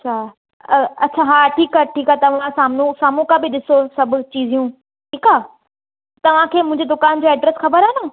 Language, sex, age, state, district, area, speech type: Sindhi, female, 18-30, Maharashtra, Thane, urban, conversation